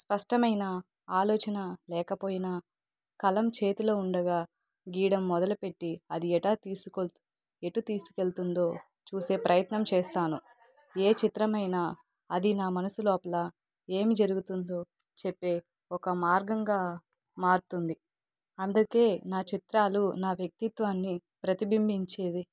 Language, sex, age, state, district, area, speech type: Telugu, female, 30-45, Andhra Pradesh, Nandyal, urban, spontaneous